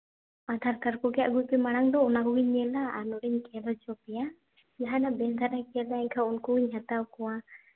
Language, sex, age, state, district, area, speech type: Santali, female, 18-30, Jharkhand, Seraikela Kharsawan, rural, conversation